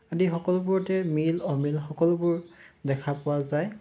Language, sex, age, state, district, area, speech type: Assamese, male, 30-45, Assam, Dibrugarh, rural, spontaneous